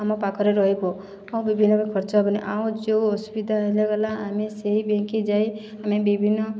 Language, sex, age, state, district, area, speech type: Odia, female, 60+, Odisha, Boudh, rural, spontaneous